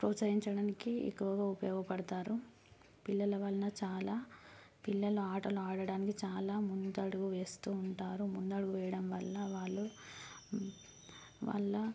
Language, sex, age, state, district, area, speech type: Telugu, female, 30-45, Andhra Pradesh, Visakhapatnam, urban, spontaneous